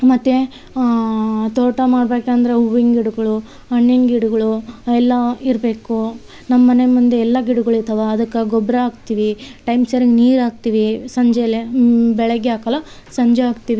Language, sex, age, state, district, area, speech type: Kannada, female, 30-45, Karnataka, Vijayanagara, rural, spontaneous